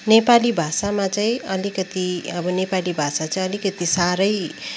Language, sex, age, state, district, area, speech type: Nepali, female, 30-45, West Bengal, Kalimpong, rural, spontaneous